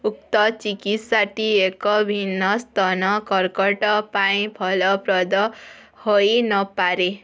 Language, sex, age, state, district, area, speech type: Odia, female, 18-30, Odisha, Bargarh, urban, read